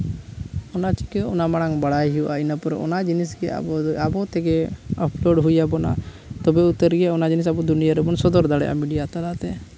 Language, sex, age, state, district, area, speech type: Santali, male, 30-45, Jharkhand, East Singhbhum, rural, spontaneous